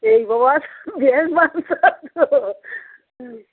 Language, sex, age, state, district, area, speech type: Bengali, female, 60+, West Bengal, Cooch Behar, rural, conversation